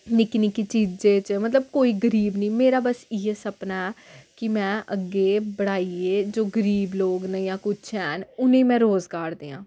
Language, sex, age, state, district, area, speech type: Dogri, female, 18-30, Jammu and Kashmir, Samba, rural, spontaneous